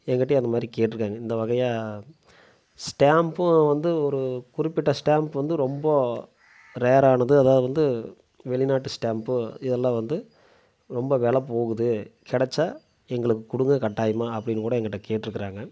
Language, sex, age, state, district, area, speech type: Tamil, male, 30-45, Tamil Nadu, Coimbatore, rural, spontaneous